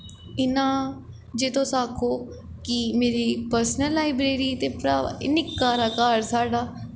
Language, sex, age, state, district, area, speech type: Dogri, female, 18-30, Jammu and Kashmir, Jammu, urban, spontaneous